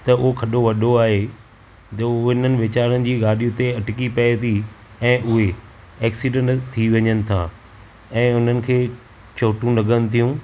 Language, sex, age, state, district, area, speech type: Sindhi, male, 45-60, Maharashtra, Thane, urban, spontaneous